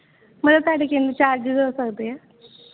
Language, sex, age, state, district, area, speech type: Punjabi, female, 18-30, Punjab, Faridkot, urban, conversation